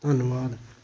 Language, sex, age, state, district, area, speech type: Punjabi, male, 45-60, Punjab, Hoshiarpur, rural, spontaneous